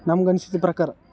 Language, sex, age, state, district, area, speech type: Kannada, male, 18-30, Karnataka, Chamarajanagar, rural, spontaneous